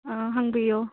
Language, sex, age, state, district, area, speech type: Manipuri, female, 18-30, Manipur, Churachandpur, rural, conversation